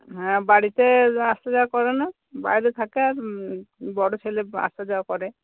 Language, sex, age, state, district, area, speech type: Bengali, female, 45-60, West Bengal, Cooch Behar, urban, conversation